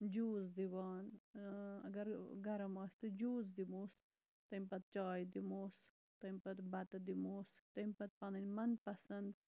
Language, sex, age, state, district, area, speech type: Kashmiri, female, 30-45, Jammu and Kashmir, Bandipora, rural, spontaneous